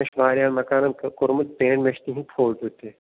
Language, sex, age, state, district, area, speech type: Kashmiri, male, 30-45, Jammu and Kashmir, Baramulla, rural, conversation